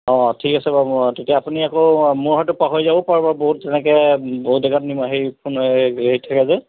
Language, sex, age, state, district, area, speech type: Assamese, male, 45-60, Assam, Golaghat, urban, conversation